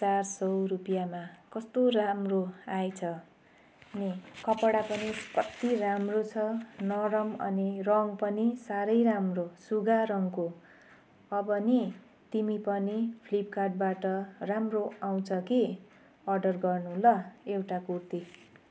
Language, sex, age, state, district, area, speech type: Nepali, female, 45-60, West Bengal, Jalpaiguri, rural, spontaneous